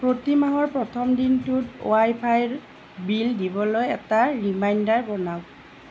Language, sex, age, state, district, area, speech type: Assamese, female, 45-60, Assam, Nalbari, rural, read